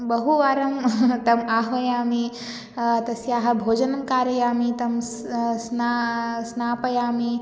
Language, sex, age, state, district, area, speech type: Sanskrit, female, 18-30, Telangana, Ranga Reddy, urban, spontaneous